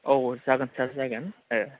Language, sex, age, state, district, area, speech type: Bodo, male, 30-45, Assam, Baksa, urban, conversation